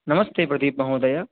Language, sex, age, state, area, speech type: Sanskrit, male, 18-30, Uttar Pradesh, rural, conversation